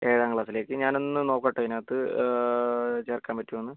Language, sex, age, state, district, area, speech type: Malayalam, female, 18-30, Kerala, Kozhikode, urban, conversation